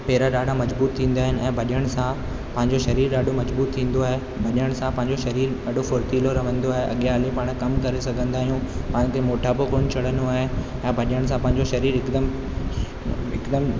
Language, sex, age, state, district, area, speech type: Sindhi, male, 18-30, Rajasthan, Ajmer, urban, spontaneous